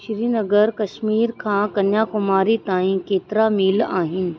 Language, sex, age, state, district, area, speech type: Sindhi, female, 30-45, Rajasthan, Ajmer, urban, read